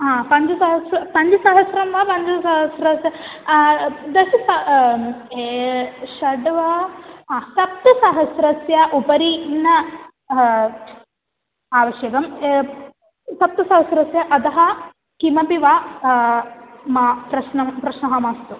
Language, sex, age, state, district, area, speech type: Sanskrit, female, 18-30, Kerala, Malappuram, urban, conversation